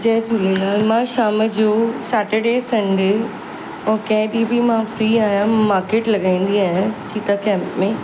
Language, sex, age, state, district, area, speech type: Sindhi, female, 45-60, Maharashtra, Mumbai Suburban, urban, spontaneous